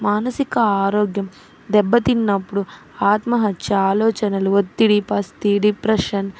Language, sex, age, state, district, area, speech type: Telugu, female, 18-30, Andhra Pradesh, Nellore, rural, spontaneous